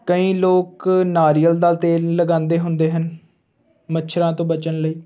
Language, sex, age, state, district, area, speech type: Punjabi, male, 18-30, Punjab, Ludhiana, urban, spontaneous